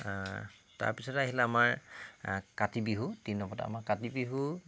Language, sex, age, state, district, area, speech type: Assamese, male, 30-45, Assam, Tinsukia, urban, spontaneous